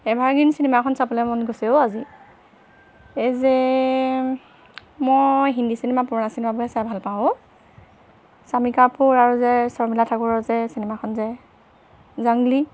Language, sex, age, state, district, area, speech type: Assamese, female, 45-60, Assam, Jorhat, urban, spontaneous